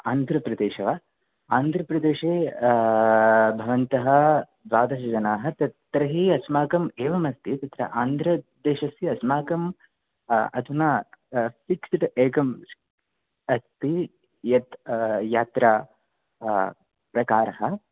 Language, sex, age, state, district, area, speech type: Sanskrit, male, 18-30, Kerala, Kannur, rural, conversation